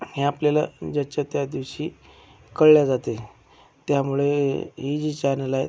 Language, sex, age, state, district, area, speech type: Marathi, male, 45-60, Maharashtra, Akola, urban, spontaneous